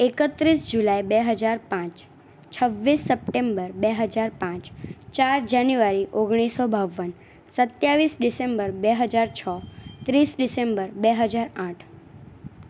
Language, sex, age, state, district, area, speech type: Gujarati, female, 18-30, Gujarat, Anand, urban, spontaneous